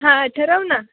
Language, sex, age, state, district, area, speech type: Marathi, female, 18-30, Maharashtra, Ahmednagar, rural, conversation